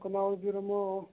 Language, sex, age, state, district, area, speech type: Manipuri, male, 60+, Manipur, Churachandpur, urban, conversation